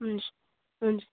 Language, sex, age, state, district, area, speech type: Nepali, female, 18-30, West Bengal, Darjeeling, rural, conversation